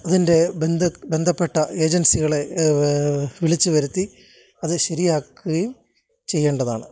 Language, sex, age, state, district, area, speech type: Malayalam, male, 30-45, Kerala, Kottayam, urban, spontaneous